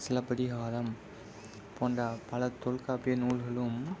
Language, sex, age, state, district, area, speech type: Tamil, male, 18-30, Tamil Nadu, Virudhunagar, urban, spontaneous